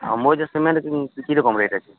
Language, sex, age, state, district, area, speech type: Bengali, male, 18-30, West Bengal, Uttar Dinajpur, urban, conversation